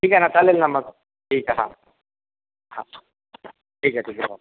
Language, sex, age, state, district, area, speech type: Marathi, male, 30-45, Maharashtra, Akola, rural, conversation